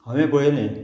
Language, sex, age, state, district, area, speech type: Goan Konkani, male, 45-60, Goa, Murmgao, rural, spontaneous